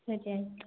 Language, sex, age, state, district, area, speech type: Kannada, female, 18-30, Karnataka, Mandya, rural, conversation